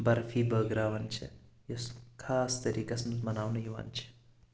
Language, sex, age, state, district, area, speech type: Kashmiri, male, 30-45, Jammu and Kashmir, Shopian, urban, spontaneous